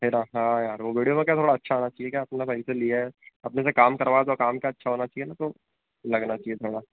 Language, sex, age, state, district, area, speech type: Hindi, male, 30-45, Madhya Pradesh, Harda, urban, conversation